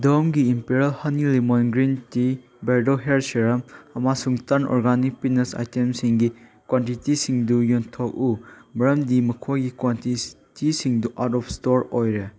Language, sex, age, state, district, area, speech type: Manipuri, male, 18-30, Manipur, Chandel, rural, read